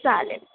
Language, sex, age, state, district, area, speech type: Marathi, female, 18-30, Maharashtra, Kolhapur, urban, conversation